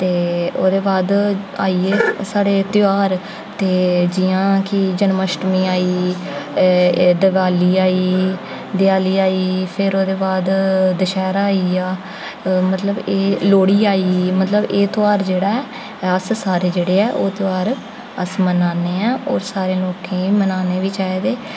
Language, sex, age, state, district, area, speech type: Dogri, female, 18-30, Jammu and Kashmir, Jammu, urban, spontaneous